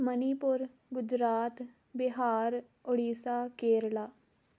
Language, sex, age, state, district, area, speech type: Punjabi, female, 18-30, Punjab, Tarn Taran, rural, spontaneous